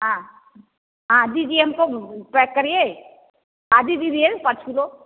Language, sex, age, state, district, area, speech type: Hindi, female, 60+, Uttar Pradesh, Bhadohi, rural, conversation